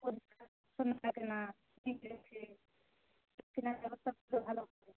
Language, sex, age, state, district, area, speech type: Bengali, female, 60+, West Bengal, Jhargram, rural, conversation